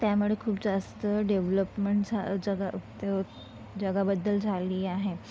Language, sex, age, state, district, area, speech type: Marathi, female, 45-60, Maharashtra, Nagpur, rural, spontaneous